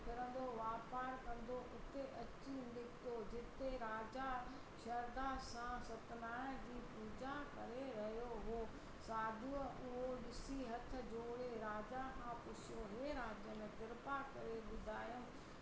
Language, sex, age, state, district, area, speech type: Sindhi, female, 60+, Gujarat, Surat, urban, spontaneous